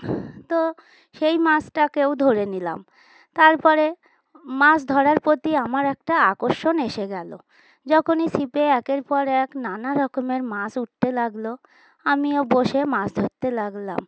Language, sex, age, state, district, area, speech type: Bengali, female, 30-45, West Bengal, Dakshin Dinajpur, urban, spontaneous